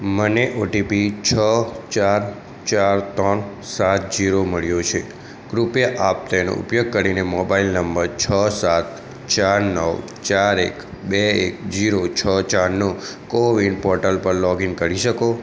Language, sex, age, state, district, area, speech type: Gujarati, male, 18-30, Gujarat, Aravalli, rural, read